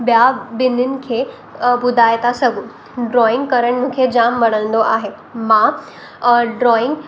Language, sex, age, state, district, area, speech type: Sindhi, female, 18-30, Maharashtra, Mumbai Suburban, urban, spontaneous